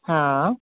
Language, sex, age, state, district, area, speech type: Gujarati, female, 45-60, Gujarat, Anand, urban, conversation